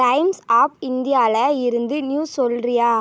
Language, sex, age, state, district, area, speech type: Tamil, female, 18-30, Tamil Nadu, Ariyalur, rural, read